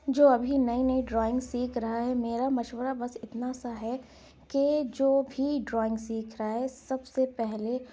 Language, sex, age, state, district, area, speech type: Urdu, female, 18-30, Uttar Pradesh, Lucknow, urban, spontaneous